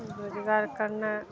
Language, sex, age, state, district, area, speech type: Maithili, female, 30-45, Bihar, Araria, rural, spontaneous